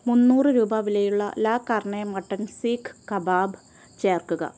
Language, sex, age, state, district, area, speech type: Malayalam, female, 45-60, Kerala, Ernakulam, rural, read